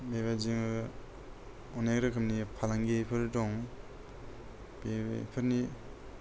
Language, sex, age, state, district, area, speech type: Bodo, male, 30-45, Assam, Kokrajhar, rural, spontaneous